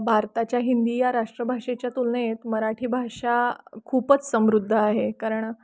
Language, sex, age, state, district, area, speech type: Marathi, female, 30-45, Maharashtra, Kolhapur, urban, spontaneous